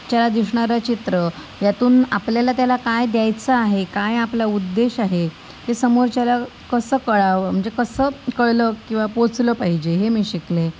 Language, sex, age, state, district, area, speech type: Marathi, female, 30-45, Maharashtra, Sindhudurg, rural, spontaneous